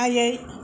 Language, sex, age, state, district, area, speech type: Bodo, female, 60+, Assam, Kokrajhar, urban, read